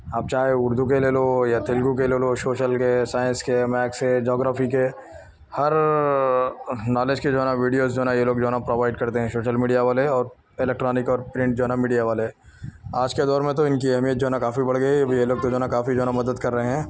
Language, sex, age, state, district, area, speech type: Urdu, male, 45-60, Telangana, Hyderabad, urban, spontaneous